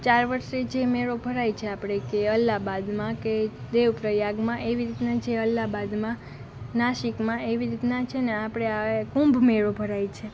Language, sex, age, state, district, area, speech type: Gujarati, female, 18-30, Gujarat, Rajkot, rural, spontaneous